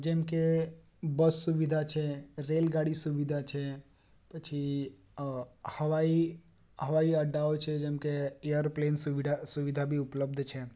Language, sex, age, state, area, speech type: Gujarati, male, 18-30, Gujarat, urban, spontaneous